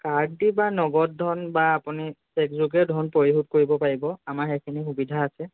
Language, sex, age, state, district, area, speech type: Assamese, male, 18-30, Assam, Jorhat, urban, conversation